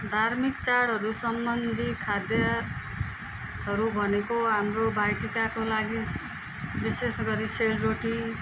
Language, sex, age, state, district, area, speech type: Nepali, female, 45-60, West Bengal, Darjeeling, rural, spontaneous